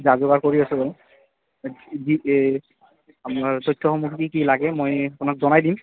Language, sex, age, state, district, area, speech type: Assamese, male, 18-30, Assam, Goalpara, rural, conversation